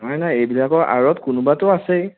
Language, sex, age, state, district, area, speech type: Assamese, male, 30-45, Assam, Sonitpur, rural, conversation